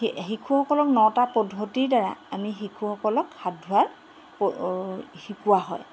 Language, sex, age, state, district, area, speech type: Assamese, female, 45-60, Assam, Golaghat, urban, spontaneous